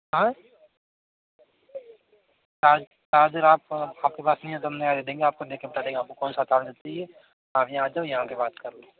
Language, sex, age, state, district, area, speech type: Hindi, male, 45-60, Rajasthan, Jodhpur, urban, conversation